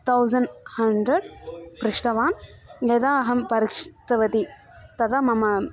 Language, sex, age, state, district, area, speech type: Sanskrit, female, 18-30, Tamil Nadu, Thanjavur, rural, spontaneous